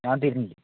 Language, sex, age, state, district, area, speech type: Malayalam, male, 18-30, Kerala, Wayanad, rural, conversation